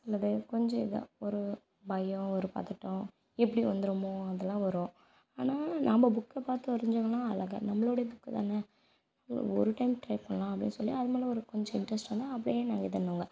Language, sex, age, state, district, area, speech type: Tamil, female, 18-30, Tamil Nadu, Dharmapuri, rural, spontaneous